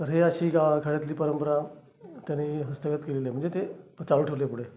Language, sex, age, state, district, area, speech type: Marathi, male, 30-45, Maharashtra, Raigad, rural, spontaneous